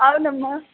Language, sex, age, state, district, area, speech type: Telugu, female, 18-30, Telangana, Hyderabad, urban, conversation